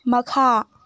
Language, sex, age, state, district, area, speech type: Manipuri, female, 18-30, Manipur, Tengnoupal, rural, read